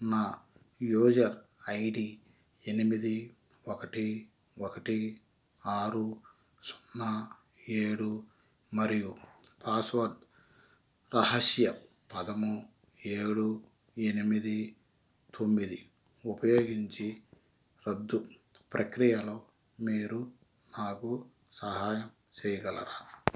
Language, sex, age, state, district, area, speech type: Telugu, male, 45-60, Andhra Pradesh, Krishna, rural, read